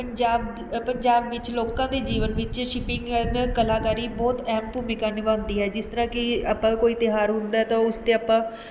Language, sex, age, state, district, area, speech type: Punjabi, female, 30-45, Punjab, Mohali, urban, spontaneous